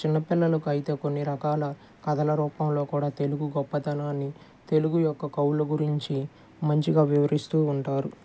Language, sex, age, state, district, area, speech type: Telugu, male, 30-45, Andhra Pradesh, Guntur, urban, spontaneous